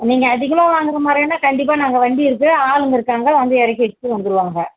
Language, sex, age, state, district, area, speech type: Tamil, female, 45-60, Tamil Nadu, Kallakurichi, rural, conversation